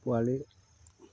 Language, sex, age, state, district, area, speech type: Assamese, male, 30-45, Assam, Sivasagar, rural, spontaneous